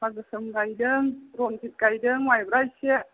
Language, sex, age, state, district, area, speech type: Bodo, female, 45-60, Assam, Chirang, urban, conversation